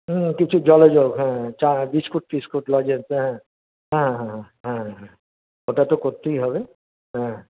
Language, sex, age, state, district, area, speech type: Bengali, male, 60+, West Bengal, Paschim Bardhaman, rural, conversation